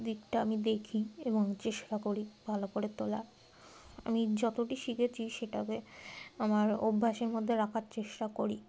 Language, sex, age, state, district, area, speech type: Bengali, female, 18-30, West Bengal, Darjeeling, urban, spontaneous